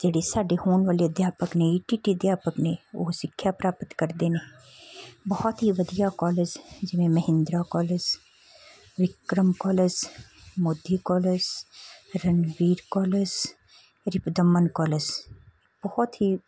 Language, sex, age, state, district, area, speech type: Punjabi, male, 45-60, Punjab, Patiala, urban, spontaneous